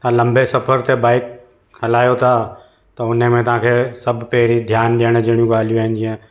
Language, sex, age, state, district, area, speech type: Sindhi, male, 45-60, Gujarat, Surat, urban, spontaneous